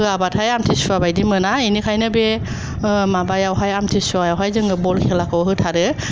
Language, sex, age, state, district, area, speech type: Bodo, female, 45-60, Assam, Kokrajhar, urban, spontaneous